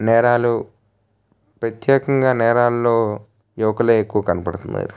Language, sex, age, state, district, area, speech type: Telugu, male, 18-30, Andhra Pradesh, N T Rama Rao, urban, spontaneous